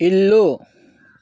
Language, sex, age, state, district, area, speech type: Telugu, male, 30-45, Andhra Pradesh, Vizianagaram, urban, read